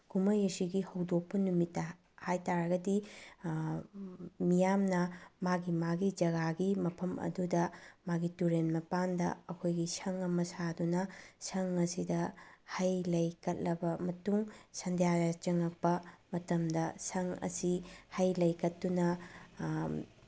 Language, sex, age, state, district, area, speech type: Manipuri, female, 45-60, Manipur, Bishnupur, rural, spontaneous